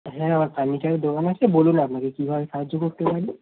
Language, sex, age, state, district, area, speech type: Bengali, male, 18-30, West Bengal, Darjeeling, rural, conversation